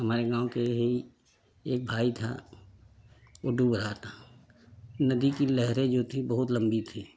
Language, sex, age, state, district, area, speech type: Hindi, male, 30-45, Uttar Pradesh, Jaunpur, rural, spontaneous